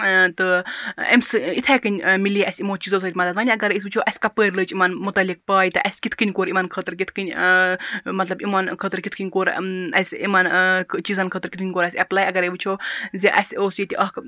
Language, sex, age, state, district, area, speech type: Kashmiri, female, 30-45, Jammu and Kashmir, Baramulla, rural, spontaneous